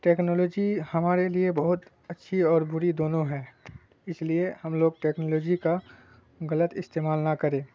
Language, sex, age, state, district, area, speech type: Urdu, male, 18-30, Bihar, Supaul, rural, spontaneous